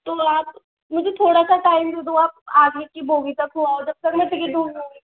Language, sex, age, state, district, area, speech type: Hindi, female, 60+, Rajasthan, Jaipur, urban, conversation